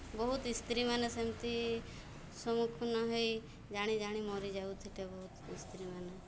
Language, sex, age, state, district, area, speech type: Odia, female, 45-60, Odisha, Mayurbhanj, rural, spontaneous